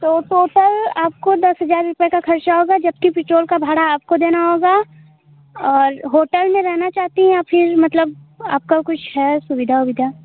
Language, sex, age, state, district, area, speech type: Hindi, female, 18-30, Uttar Pradesh, Jaunpur, urban, conversation